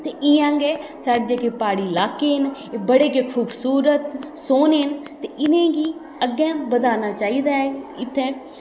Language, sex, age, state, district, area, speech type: Dogri, female, 30-45, Jammu and Kashmir, Udhampur, rural, spontaneous